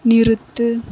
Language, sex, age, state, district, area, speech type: Tamil, female, 18-30, Tamil Nadu, Dharmapuri, urban, read